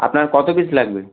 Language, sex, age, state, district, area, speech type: Bengali, male, 18-30, West Bengal, Howrah, urban, conversation